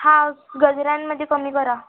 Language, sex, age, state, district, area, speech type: Marathi, female, 18-30, Maharashtra, Amravati, rural, conversation